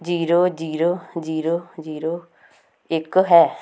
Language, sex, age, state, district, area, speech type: Punjabi, female, 45-60, Punjab, Hoshiarpur, rural, read